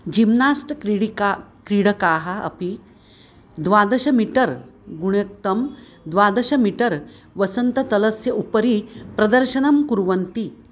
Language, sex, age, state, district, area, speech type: Sanskrit, female, 60+, Maharashtra, Nanded, urban, read